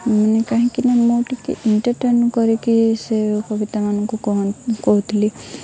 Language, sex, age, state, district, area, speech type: Odia, female, 18-30, Odisha, Malkangiri, urban, spontaneous